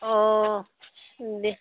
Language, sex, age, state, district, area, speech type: Assamese, female, 30-45, Assam, Tinsukia, urban, conversation